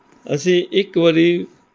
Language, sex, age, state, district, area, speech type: Punjabi, male, 60+, Punjab, Rupnagar, urban, spontaneous